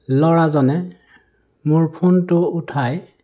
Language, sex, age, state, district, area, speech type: Assamese, male, 30-45, Assam, Sonitpur, rural, spontaneous